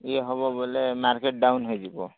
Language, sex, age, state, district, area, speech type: Odia, male, 30-45, Odisha, Koraput, urban, conversation